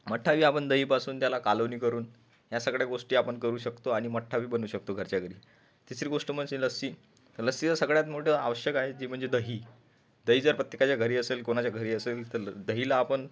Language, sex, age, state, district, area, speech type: Marathi, male, 30-45, Maharashtra, Washim, rural, spontaneous